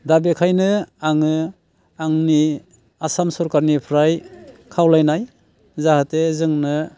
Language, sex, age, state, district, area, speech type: Bodo, male, 60+, Assam, Baksa, urban, spontaneous